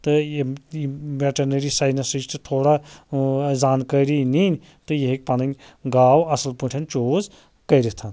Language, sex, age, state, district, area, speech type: Kashmiri, male, 30-45, Jammu and Kashmir, Anantnag, rural, spontaneous